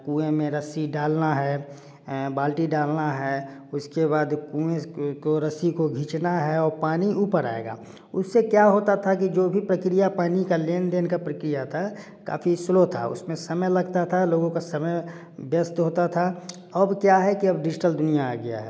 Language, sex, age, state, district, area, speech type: Hindi, male, 30-45, Bihar, Samastipur, urban, spontaneous